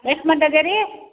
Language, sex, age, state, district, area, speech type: Kannada, female, 60+, Karnataka, Belgaum, rural, conversation